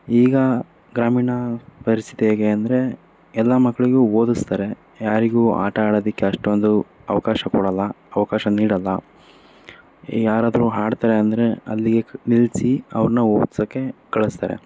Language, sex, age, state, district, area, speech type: Kannada, male, 18-30, Karnataka, Davanagere, urban, spontaneous